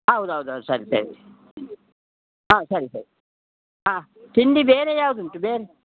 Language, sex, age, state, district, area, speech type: Kannada, male, 60+, Karnataka, Udupi, rural, conversation